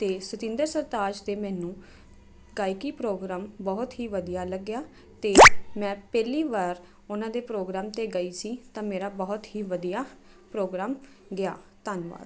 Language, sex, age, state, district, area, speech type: Punjabi, female, 18-30, Punjab, Jalandhar, urban, spontaneous